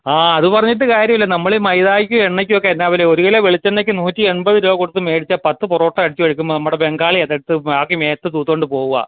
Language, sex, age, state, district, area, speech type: Malayalam, male, 45-60, Kerala, Kottayam, urban, conversation